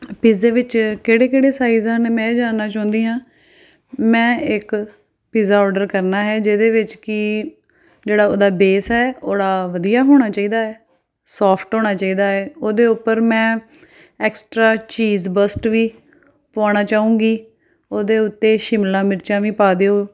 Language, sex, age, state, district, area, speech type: Punjabi, female, 30-45, Punjab, Tarn Taran, urban, spontaneous